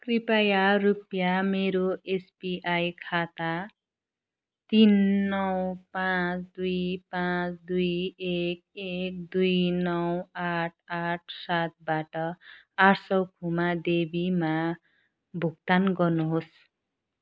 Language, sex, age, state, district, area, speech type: Nepali, female, 30-45, West Bengal, Darjeeling, rural, read